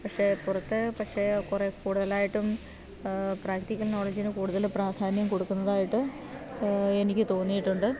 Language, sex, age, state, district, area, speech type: Malayalam, female, 45-60, Kerala, Pathanamthitta, rural, spontaneous